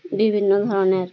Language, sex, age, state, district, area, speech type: Bengali, female, 30-45, West Bengal, Birbhum, urban, spontaneous